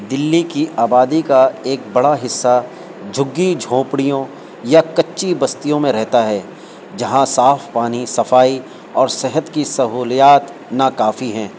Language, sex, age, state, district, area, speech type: Urdu, male, 45-60, Delhi, North East Delhi, urban, spontaneous